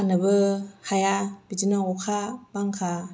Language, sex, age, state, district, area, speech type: Bodo, female, 45-60, Assam, Kokrajhar, rural, spontaneous